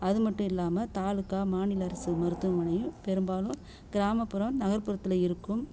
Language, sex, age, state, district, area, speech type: Tamil, female, 60+, Tamil Nadu, Kallakurichi, rural, spontaneous